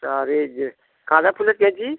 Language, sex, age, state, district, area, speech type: Bengali, male, 60+, West Bengal, Dakshin Dinajpur, rural, conversation